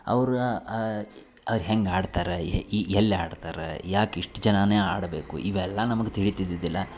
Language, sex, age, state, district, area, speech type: Kannada, male, 30-45, Karnataka, Dharwad, urban, spontaneous